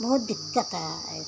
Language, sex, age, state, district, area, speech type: Hindi, female, 60+, Uttar Pradesh, Pratapgarh, rural, spontaneous